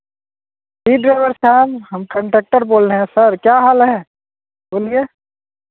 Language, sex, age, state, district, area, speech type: Hindi, male, 30-45, Bihar, Madhepura, rural, conversation